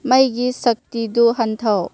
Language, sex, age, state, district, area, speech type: Manipuri, female, 30-45, Manipur, Chandel, rural, read